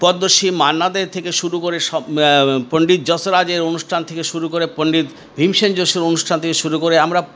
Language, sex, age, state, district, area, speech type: Bengali, male, 60+, West Bengal, Paschim Bardhaman, urban, spontaneous